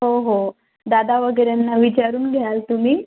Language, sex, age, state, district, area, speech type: Marathi, female, 18-30, Maharashtra, Wardha, urban, conversation